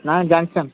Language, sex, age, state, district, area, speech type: Tamil, male, 18-30, Tamil Nadu, Tirunelveli, rural, conversation